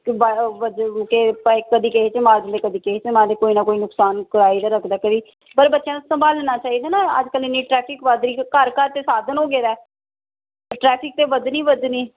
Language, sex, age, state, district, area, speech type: Punjabi, female, 30-45, Punjab, Pathankot, urban, conversation